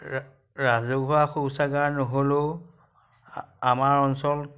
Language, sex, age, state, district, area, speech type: Assamese, male, 60+, Assam, Majuli, rural, spontaneous